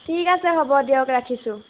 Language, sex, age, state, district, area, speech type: Assamese, female, 18-30, Assam, Golaghat, rural, conversation